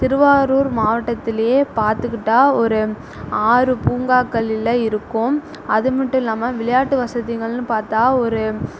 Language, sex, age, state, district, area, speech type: Tamil, female, 45-60, Tamil Nadu, Tiruvarur, rural, spontaneous